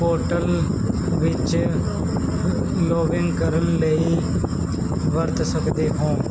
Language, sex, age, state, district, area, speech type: Punjabi, male, 18-30, Punjab, Muktsar, urban, read